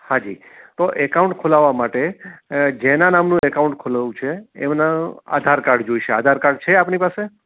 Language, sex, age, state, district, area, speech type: Gujarati, male, 60+, Gujarat, Rajkot, urban, conversation